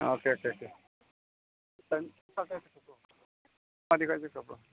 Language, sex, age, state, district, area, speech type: Manipuri, male, 45-60, Manipur, Ukhrul, rural, conversation